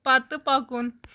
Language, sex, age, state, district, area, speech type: Kashmiri, female, 30-45, Jammu and Kashmir, Kulgam, rural, read